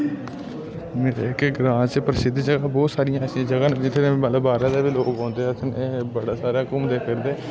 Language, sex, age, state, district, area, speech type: Dogri, male, 18-30, Jammu and Kashmir, Udhampur, rural, spontaneous